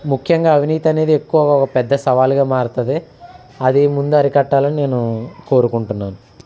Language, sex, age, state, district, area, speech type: Telugu, male, 30-45, Andhra Pradesh, Eluru, rural, spontaneous